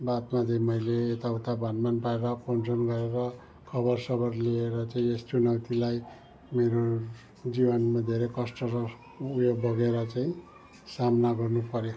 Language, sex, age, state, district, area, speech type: Nepali, male, 60+, West Bengal, Kalimpong, rural, spontaneous